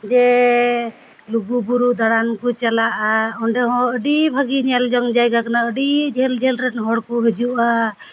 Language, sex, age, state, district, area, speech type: Santali, female, 30-45, West Bengal, Purba Bardhaman, rural, spontaneous